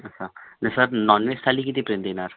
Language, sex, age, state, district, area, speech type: Marathi, other, 45-60, Maharashtra, Nagpur, rural, conversation